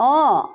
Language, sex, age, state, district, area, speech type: Assamese, female, 30-45, Assam, Sivasagar, rural, spontaneous